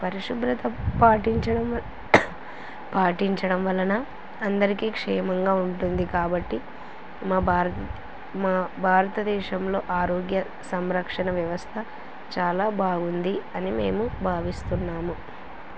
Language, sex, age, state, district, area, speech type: Telugu, female, 18-30, Andhra Pradesh, Kurnool, rural, spontaneous